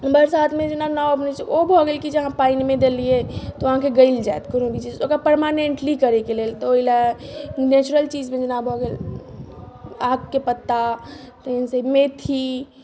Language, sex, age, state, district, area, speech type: Maithili, female, 30-45, Bihar, Madhubani, rural, spontaneous